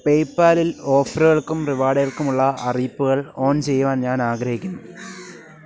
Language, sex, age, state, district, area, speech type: Malayalam, male, 18-30, Kerala, Alappuzha, rural, read